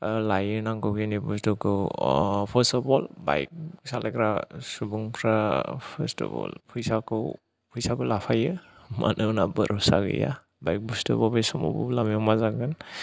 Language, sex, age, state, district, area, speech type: Bodo, male, 30-45, Assam, Kokrajhar, rural, spontaneous